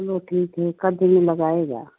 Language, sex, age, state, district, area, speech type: Hindi, female, 30-45, Uttar Pradesh, Jaunpur, rural, conversation